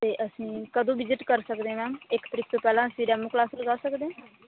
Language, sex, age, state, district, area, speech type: Punjabi, female, 18-30, Punjab, Bathinda, rural, conversation